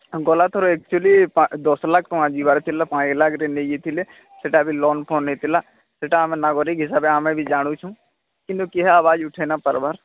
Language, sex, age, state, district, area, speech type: Odia, male, 45-60, Odisha, Nuapada, urban, conversation